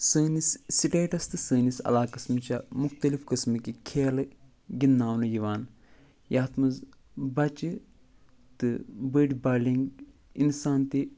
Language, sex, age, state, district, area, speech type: Kashmiri, male, 45-60, Jammu and Kashmir, Budgam, rural, spontaneous